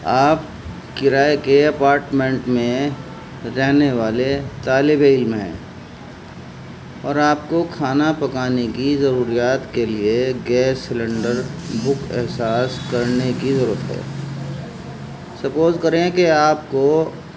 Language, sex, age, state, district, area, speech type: Urdu, male, 60+, Uttar Pradesh, Muzaffarnagar, urban, spontaneous